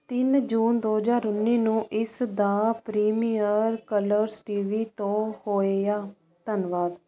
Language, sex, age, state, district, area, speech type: Punjabi, female, 30-45, Punjab, Ludhiana, rural, read